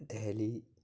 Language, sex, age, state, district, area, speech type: Kashmiri, male, 18-30, Jammu and Kashmir, Kulgam, rural, spontaneous